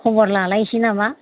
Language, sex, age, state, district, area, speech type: Bodo, female, 45-60, Assam, Kokrajhar, rural, conversation